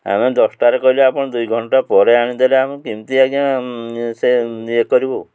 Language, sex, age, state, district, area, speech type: Odia, male, 45-60, Odisha, Mayurbhanj, rural, spontaneous